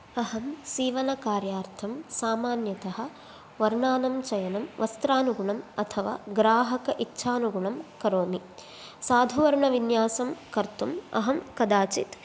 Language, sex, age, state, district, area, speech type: Sanskrit, female, 18-30, Karnataka, Dakshina Kannada, rural, spontaneous